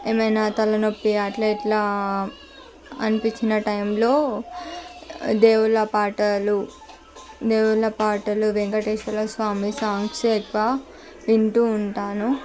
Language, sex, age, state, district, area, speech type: Telugu, female, 45-60, Andhra Pradesh, Visakhapatnam, urban, spontaneous